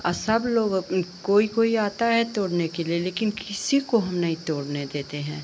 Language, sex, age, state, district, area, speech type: Hindi, female, 60+, Uttar Pradesh, Pratapgarh, urban, spontaneous